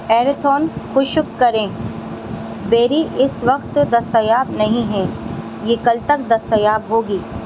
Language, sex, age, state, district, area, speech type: Urdu, female, 30-45, Delhi, Central Delhi, urban, read